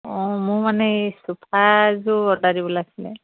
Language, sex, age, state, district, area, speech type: Assamese, female, 45-60, Assam, Dibrugarh, urban, conversation